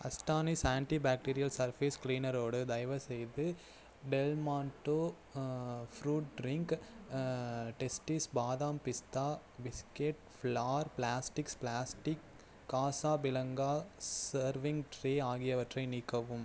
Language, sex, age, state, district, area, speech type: Tamil, male, 30-45, Tamil Nadu, Ariyalur, rural, read